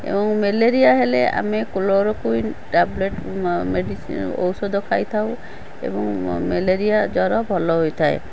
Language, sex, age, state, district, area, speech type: Odia, female, 45-60, Odisha, Cuttack, urban, spontaneous